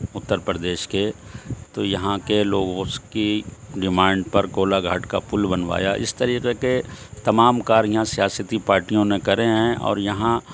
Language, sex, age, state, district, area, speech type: Urdu, male, 60+, Uttar Pradesh, Shahjahanpur, rural, spontaneous